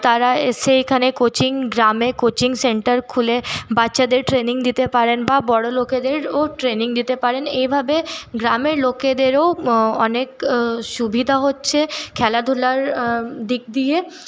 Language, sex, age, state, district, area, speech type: Bengali, female, 30-45, West Bengal, Paschim Bardhaman, urban, spontaneous